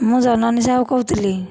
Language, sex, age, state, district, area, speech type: Odia, female, 30-45, Odisha, Dhenkanal, rural, spontaneous